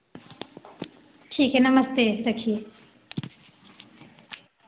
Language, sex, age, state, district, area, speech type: Hindi, female, 18-30, Uttar Pradesh, Varanasi, rural, conversation